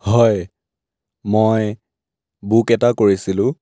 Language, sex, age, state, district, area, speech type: Assamese, male, 18-30, Assam, Biswanath, rural, spontaneous